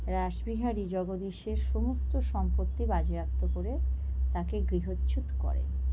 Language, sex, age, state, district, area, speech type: Bengali, female, 30-45, West Bengal, North 24 Parganas, urban, spontaneous